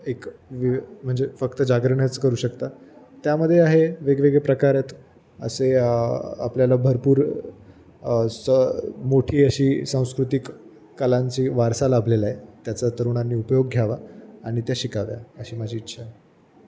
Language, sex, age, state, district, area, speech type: Marathi, male, 18-30, Maharashtra, Jalna, rural, spontaneous